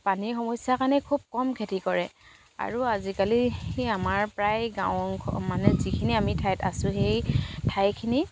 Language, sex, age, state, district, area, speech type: Assamese, female, 45-60, Assam, Dibrugarh, rural, spontaneous